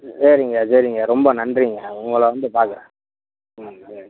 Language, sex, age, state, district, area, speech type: Tamil, male, 60+, Tamil Nadu, Pudukkottai, rural, conversation